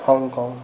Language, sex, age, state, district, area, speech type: Assamese, male, 18-30, Assam, Lakhimpur, rural, spontaneous